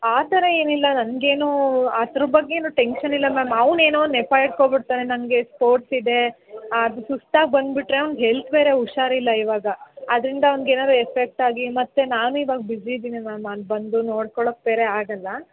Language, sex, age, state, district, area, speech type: Kannada, female, 18-30, Karnataka, Hassan, rural, conversation